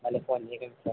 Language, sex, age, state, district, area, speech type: Telugu, male, 18-30, Andhra Pradesh, Eluru, rural, conversation